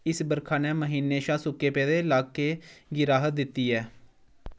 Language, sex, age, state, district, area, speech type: Dogri, male, 30-45, Jammu and Kashmir, Udhampur, rural, read